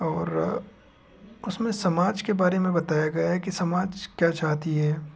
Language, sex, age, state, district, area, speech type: Hindi, male, 18-30, Madhya Pradesh, Betul, rural, spontaneous